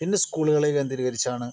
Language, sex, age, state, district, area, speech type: Malayalam, male, 45-60, Kerala, Palakkad, rural, spontaneous